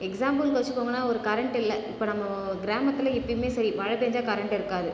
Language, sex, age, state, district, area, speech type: Tamil, female, 30-45, Tamil Nadu, Cuddalore, rural, spontaneous